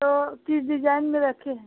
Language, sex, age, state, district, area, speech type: Hindi, female, 18-30, Uttar Pradesh, Jaunpur, rural, conversation